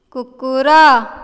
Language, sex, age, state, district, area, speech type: Odia, female, 18-30, Odisha, Dhenkanal, rural, read